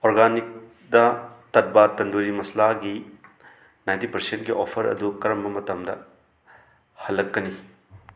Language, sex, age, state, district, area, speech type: Manipuri, male, 30-45, Manipur, Thoubal, rural, read